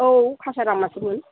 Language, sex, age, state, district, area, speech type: Bodo, female, 60+, Assam, Kokrajhar, rural, conversation